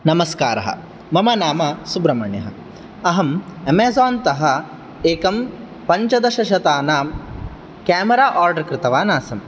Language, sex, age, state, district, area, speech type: Sanskrit, male, 18-30, Karnataka, Uttara Kannada, rural, spontaneous